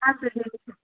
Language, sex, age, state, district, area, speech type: Kannada, female, 18-30, Karnataka, Dharwad, rural, conversation